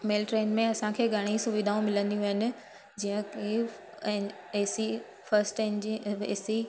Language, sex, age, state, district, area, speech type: Sindhi, female, 30-45, Gujarat, Surat, urban, spontaneous